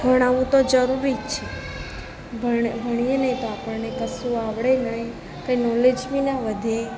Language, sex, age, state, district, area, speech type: Gujarati, female, 30-45, Gujarat, Narmada, rural, spontaneous